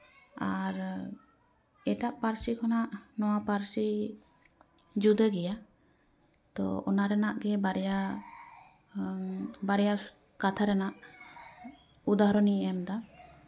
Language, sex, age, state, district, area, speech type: Santali, female, 30-45, West Bengal, Jhargram, rural, spontaneous